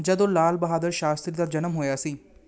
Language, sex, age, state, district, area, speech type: Punjabi, male, 18-30, Punjab, Gurdaspur, urban, read